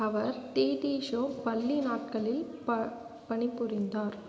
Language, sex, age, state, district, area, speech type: Tamil, female, 18-30, Tamil Nadu, Cuddalore, rural, read